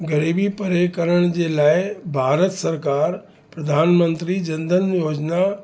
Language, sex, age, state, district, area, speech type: Sindhi, male, 60+, Uttar Pradesh, Lucknow, urban, spontaneous